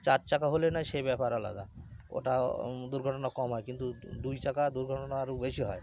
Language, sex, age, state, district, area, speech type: Bengali, male, 30-45, West Bengal, Cooch Behar, urban, spontaneous